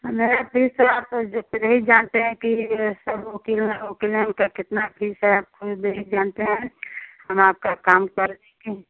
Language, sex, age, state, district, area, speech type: Hindi, female, 45-60, Uttar Pradesh, Chandauli, urban, conversation